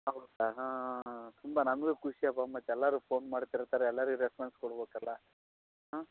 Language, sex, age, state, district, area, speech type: Kannada, male, 30-45, Karnataka, Raichur, rural, conversation